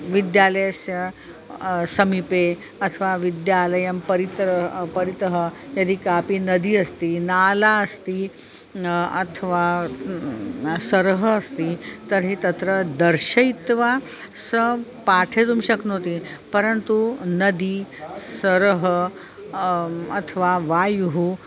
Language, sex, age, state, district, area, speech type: Sanskrit, female, 45-60, Maharashtra, Nagpur, urban, spontaneous